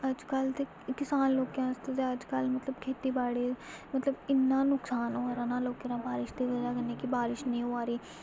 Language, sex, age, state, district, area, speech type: Dogri, female, 18-30, Jammu and Kashmir, Samba, rural, spontaneous